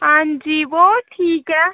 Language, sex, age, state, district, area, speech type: Dogri, female, 18-30, Jammu and Kashmir, Udhampur, rural, conversation